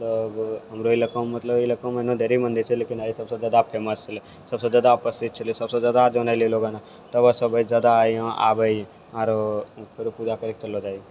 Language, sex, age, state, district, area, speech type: Maithili, male, 60+, Bihar, Purnia, rural, spontaneous